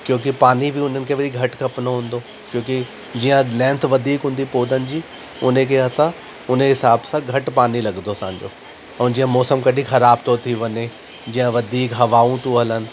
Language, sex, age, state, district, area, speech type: Sindhi, male, 30-45, Delhi, South Delhi, urban, spontaneous